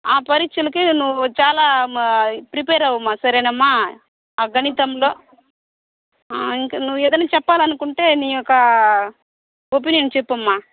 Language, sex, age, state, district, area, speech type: Telugu, female, 30-45, Andhra Pradesh, Sri Balaji, rural, conversation